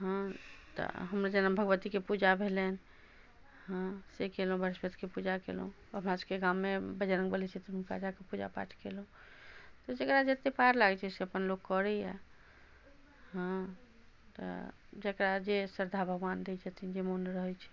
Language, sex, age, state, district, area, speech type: Maithili, female, 60+, Bihar, Madhubani, rural, spontaneous